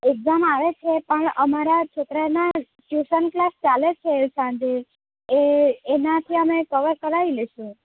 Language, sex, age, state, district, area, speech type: Gujarati, female, 18-30, Gujarat, Valsad, rural, conversation